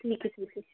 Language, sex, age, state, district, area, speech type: Hindi, female, 30-45, Madhya Pradesh, Bhopal, urban, conversation